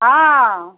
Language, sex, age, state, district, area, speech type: Maithili, female, 60+, Bihar, Sitamarhi, rural, conversation